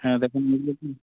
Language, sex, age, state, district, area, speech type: Bengali, male, 18-30, West Bengal, Hooghly, urban, conversation